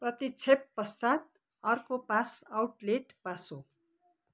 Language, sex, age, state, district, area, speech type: Nepali, female, 45-60, West Bengal, Kalimpong, rural, read